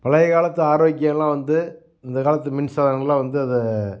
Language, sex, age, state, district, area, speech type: Tamil, male, 45-60, Tamil Nadu, Namakkal, rural, spontaneous